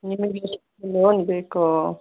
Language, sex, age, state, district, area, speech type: Kannada, female, 60+, Karnataka, Kolar, rural, conversation